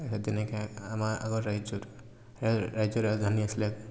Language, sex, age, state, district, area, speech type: Assamese, male, 18-30, Assam, Dibrugarh, urban, spontaneous